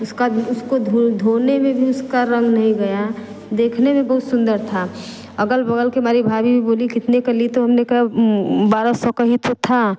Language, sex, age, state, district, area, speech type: Hindi, female, 30-45, Uttar Pradesh, Varanasi, rural, spontaneous